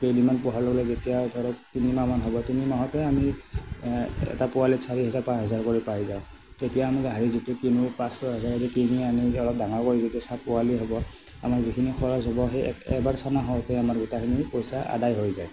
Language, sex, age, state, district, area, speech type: Assamese, male, 45-60, Assam, Morigaon, rural, spontaneous